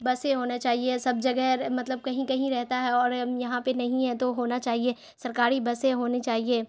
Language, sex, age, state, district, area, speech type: Urdu, female, 18-30, Bihar, Khagaria, rural, spontaneous